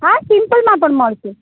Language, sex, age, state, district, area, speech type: Gujarati, female, 18-30, Gujarat, Morbi, urban, conversation